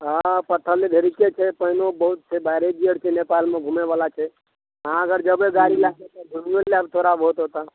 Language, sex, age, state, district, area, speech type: Maithili, male, 18-30, Bihar, Supaul, urban, conversation